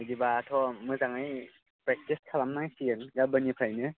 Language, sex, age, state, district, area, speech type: Bodo, male, 18-30, Assam, Baksa, rural, conversation